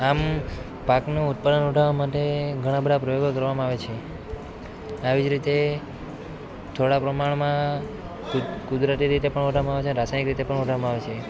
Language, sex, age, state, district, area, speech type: Gujarati, male, 18-30, Gujarat, Valsad, rural, spontaneous